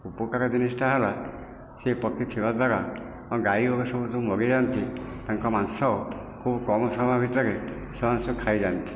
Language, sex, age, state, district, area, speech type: Odia, male, 60+, Odisha, Nayagarh, rural, spontaneous